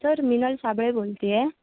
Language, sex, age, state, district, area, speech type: Marathi, female, 18-30, Maharashtra, Sindhudurg, urban, conversation